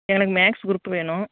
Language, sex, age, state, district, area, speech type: Tamil, female, 30-45, Tamil Nadu, Dharmapuri, rural, conversation